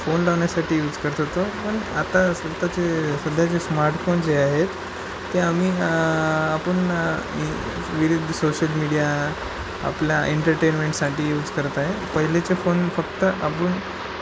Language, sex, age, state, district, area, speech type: Marathi, male, 18-30, Maharashtra, Nanded, urban, spontaneous